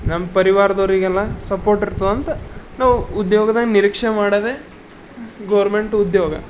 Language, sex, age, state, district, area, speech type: Kannada, male, 30-45, Karnataka, Bidar, urban, spontaneous